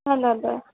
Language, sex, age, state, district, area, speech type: Bengali, female, 45-60, West Bengal, Paschim Bardhaman, urban, conversation